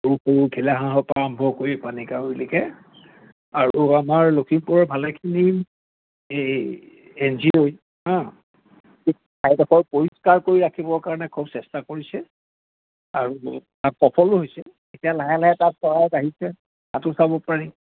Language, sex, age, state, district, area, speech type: Assamese, male, 60+, Assam, Lakhimpur, rural, conversation